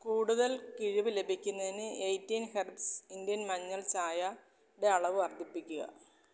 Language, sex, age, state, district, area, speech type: Malayalam, female, 45-60, Kerala, Alappuzha, rural, read